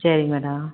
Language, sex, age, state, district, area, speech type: Tamil, female, 45-60, Tamil Nadu, Tiruppur, rural, conversation